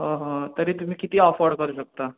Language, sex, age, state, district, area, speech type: Marathi, male, 18-30, Maharashtra, Ratnagiri, urban, conversation